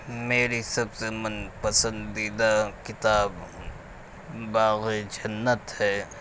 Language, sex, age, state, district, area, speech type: Urdu, male, 30-45, Uttar Pradesh, Gautam Buddha Nagar, urban, spontaneous